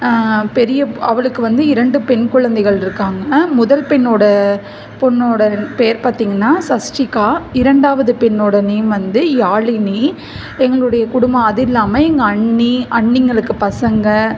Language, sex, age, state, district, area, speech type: Tamil, female, 45-60, Tamil Nadu, Mayiladuthurai, rural, spontaneous